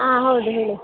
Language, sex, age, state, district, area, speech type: Kannada, female, 18-30, Karnataka, Dakshina Kannada, rural, conversation